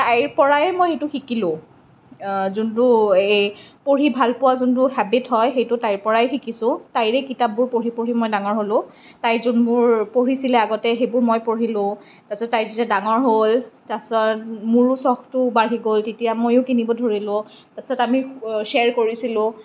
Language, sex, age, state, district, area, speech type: Assamese, female, 30-45, Assam, Kamrup Metropolitan, urban, spontaneous